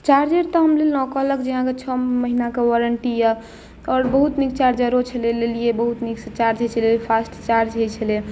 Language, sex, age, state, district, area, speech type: Maithili, female, 18-30, Bihar, Madhubani, rural, spontaneous